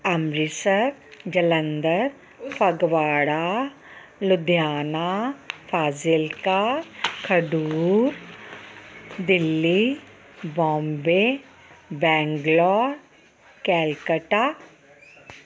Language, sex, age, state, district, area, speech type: Punjabi, female, 45-60, Punjab, Ludhiana, urban, spontaneous